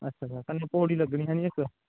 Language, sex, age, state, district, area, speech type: Dogri, male, 18-30, Jammu and Kashmir, Kathua, rural, conversation